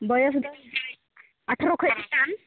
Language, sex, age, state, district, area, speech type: Santali, female, 18-30, West Bengal, Malda, rural, conversation